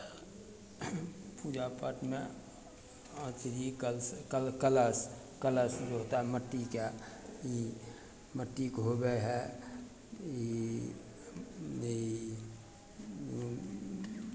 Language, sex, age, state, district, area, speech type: Maithili, male, 60+, Bihar, Begusarai, rural, spontaneous